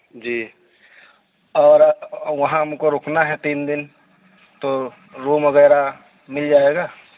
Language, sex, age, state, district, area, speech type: Urdu, male, 18-30, Uttar Pradesh, Saharanpur, urban, conversation